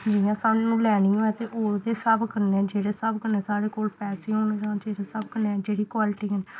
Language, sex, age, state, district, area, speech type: Dogri, female, 18-30, Jammu and Kashmir, Samba, rural, spontaneous